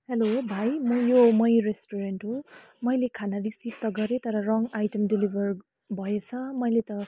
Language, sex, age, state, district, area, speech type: Nepali, female, 18-30, West Bengal, Kalimpong, rural, spontaneous